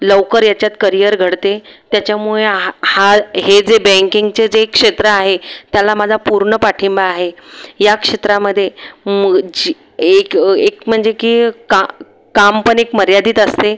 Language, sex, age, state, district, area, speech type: Marathi, female, 30-45, Maharashtra, Buldhana, rural, spontaneous